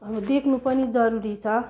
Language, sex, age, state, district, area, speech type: Nepali, female, 45-60, West Bengal, Jalpaiguri, urban, spontaneous